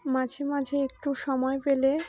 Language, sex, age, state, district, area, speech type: Bengali, female, 18-30, West Bengal, Uttar Dinajpur, urban, spontaneous